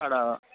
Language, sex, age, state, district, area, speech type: Telugu, male, 45-60, Telangana, Nalgonda, rural, conversation